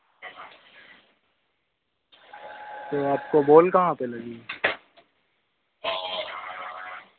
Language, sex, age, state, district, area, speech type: Hindi, male, 18-30, Madhya Pradesh, Hoshangabad, rural, conversation